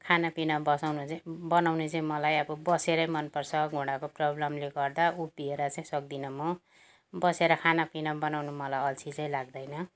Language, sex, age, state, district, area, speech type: Nepali, female, 60+, West Bengal, Jalpaiguri, rural, spontaneous